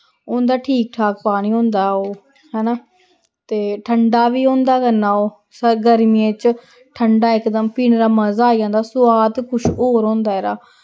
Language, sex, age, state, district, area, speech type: Dogri, female, 18-30, Jammu and Kashmir, Samba, rural, spontaneous